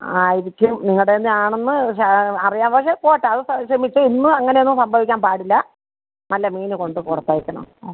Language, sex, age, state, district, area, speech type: Malayalam, female, 45-60, Kerala, Thiruvananthapuram, rural, conversation